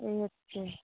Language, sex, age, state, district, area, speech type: Bengali, female, 45-60, West Bengal, Paschim Medinipur, urban, conversation